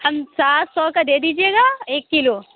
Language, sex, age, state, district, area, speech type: Urdu, female, 18-30, Uttar Pradesh, Lucknow, rural, conversation